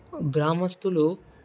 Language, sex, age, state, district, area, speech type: Telugu, male, 18-30, Telangana, Medak, rural, spontaneous